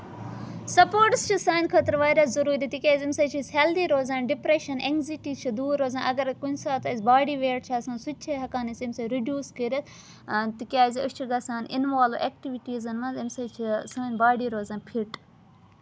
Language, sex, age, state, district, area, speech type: Kashmiri, female, 18-30, Jammu and Kashmir, Budgam, rural, spontaneous